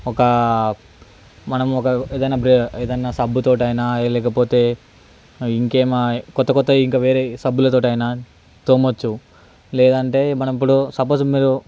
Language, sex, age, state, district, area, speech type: Telugu, male, 18-30, Telangana, Hyderabad, urban, spontaneous